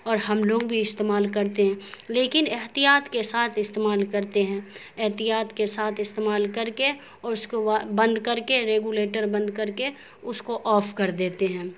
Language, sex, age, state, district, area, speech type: Urdu, female, 18-30, Bihar, Saharsa, urban, spontaneous